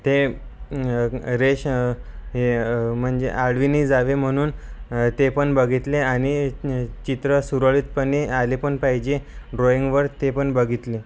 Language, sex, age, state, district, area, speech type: Marathi, male, 18-30, Maharashtra, Amravati, rural, spontaneous